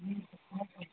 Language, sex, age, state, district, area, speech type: Sindhi, female, 18-30, Maharashtra, Thane, urban, conversation